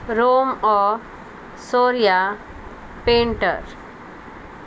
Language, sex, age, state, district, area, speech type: Goan Konkani, female, 18-30, Goa, Salcete, rural, spontaneous